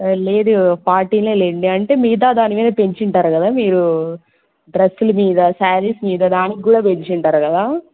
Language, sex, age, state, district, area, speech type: Telugu, female, 18-30, Andhra Pradesh, Kadapa, rural, conversation